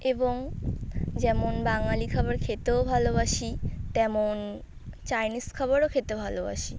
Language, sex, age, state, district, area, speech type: Bengali, female, 18-30, West Bengal, South 24 Parganas, rural, spontaneous